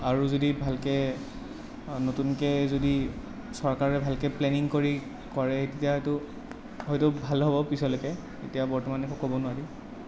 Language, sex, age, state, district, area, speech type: Assamese, male, 18-30, Assam, Nalbari, rural, spontaneous